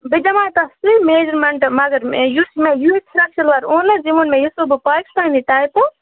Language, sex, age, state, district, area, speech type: Kashmiri, female, 30-45, Jammu and Kashmir, Baramulla, rural, conversation